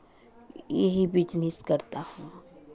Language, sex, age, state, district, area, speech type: Hindi, female, 45-60, Uttar Pradesh, Chandauli, rural, spontaneous